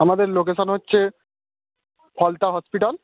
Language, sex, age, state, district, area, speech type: Bengali, male, 18-30, West Bengal, Howrah, urban, conversation